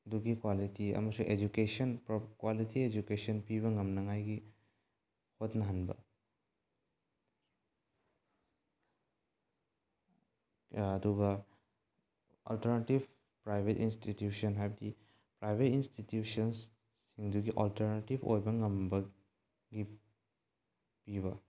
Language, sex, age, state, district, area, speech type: Manipuri, male, 18-30, Manipur, Bishnupur, rural, spontaneous